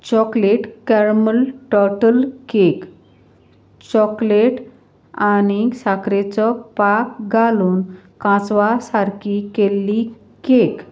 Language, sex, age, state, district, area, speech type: Goan Konkani, female, 45-60, Goa, Salcete, rural, spontaneous